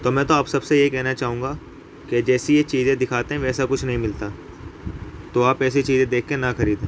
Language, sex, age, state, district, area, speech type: Urdu, male, 18-30, Uttar Pradesh, Ghaziabad, urban, spontaneous